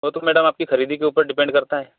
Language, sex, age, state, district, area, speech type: Hindi, male, 30-45, Madhya Pradesh, Betul, rural, conversation